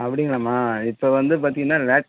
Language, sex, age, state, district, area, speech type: Tamil, male, 60+, Tamil Nadu, Tenkasi, urban, conversation